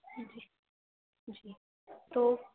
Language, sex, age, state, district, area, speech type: Urdu, female, 18-30, Delhi, Central Delhi, rural, conversation